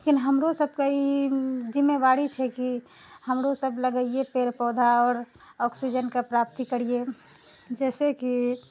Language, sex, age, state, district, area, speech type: Maithili, female, 60+, Bihar, Purnia, urban, spontaneous